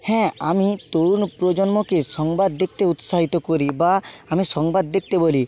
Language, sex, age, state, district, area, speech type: Bengali, male, 18-30, West Bengal, Hooghly, urban, spontaneous